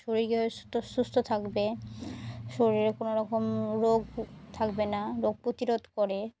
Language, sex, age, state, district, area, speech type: Bengali, female, 18-30, West Bengal, Murshidabad, urban, spontaneous